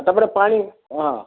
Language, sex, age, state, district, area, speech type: Odia, male, 60+, Odisha, Kandhamal, rural, conversation